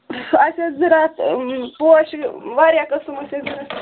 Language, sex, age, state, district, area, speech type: Kashmiri, female, 30-45, Jammu and Kashmir, Ganderbal, rural, conversation